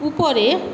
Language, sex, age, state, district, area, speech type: Bengali, female, 30-45, West Bengal, Paschim Medinipur, urban, read